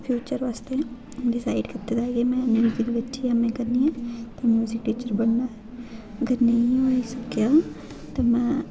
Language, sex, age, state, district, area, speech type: Dogri, female, 18-30, Jammu and Kashmir, Jammu, rural, spontaneous